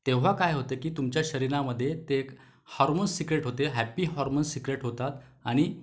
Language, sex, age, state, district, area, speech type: Marathi, male, 30-45, Maharashtra, Wardha, urban, spontaneous